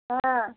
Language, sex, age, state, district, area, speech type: Maithili, female, 45-60, Bihar, Muzaffarpur, rural, conversation